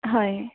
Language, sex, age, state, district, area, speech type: Assamese, male, 18-30, Assam, Sonitpur, rural, conversation